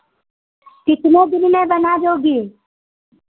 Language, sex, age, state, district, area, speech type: Hindi, female, 60+, Uttar Pradesh, Sitapur, rural, conversation